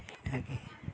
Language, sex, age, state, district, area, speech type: Santali, male, 18-30, Jharkhand, Pakur, rural, spontaneous